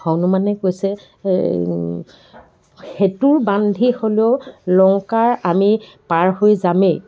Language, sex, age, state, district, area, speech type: Assamese, female, 60+, Assam, Dibrugarh, rural, spontaneous